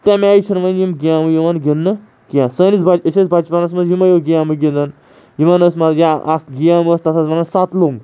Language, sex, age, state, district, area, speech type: Kashmiri, male, 18-30, Jammu and Kashmir, Kulgam, urban, spontaneous